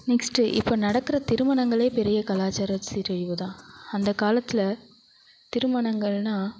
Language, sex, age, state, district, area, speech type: Tamil, female, 45-60, Tamil Nadu, Thanjavur, rural, spontaneous